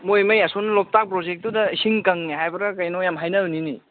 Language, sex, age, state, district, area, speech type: Manipuri, male, 18-30, Manipur, Kangpokpi, urban, conversation